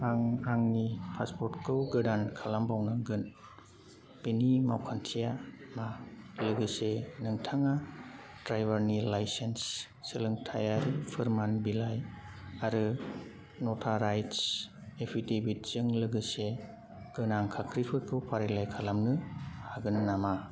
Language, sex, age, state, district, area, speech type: Bodo, male, 18-30, Assam, Kokrajhar, rural, read